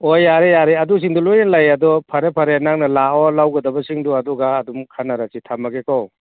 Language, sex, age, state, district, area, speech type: Manipuri, male, 60+, Manipur, Churachandpur, urban, conversation